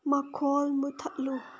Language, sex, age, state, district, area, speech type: Manipuri, female, 30-45, Manipur, Senapati, rural, read